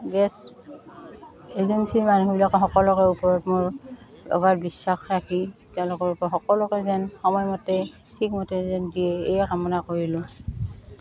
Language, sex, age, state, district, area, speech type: Assamese, female, 60+, Assam, Goalpara, urban, spontaneous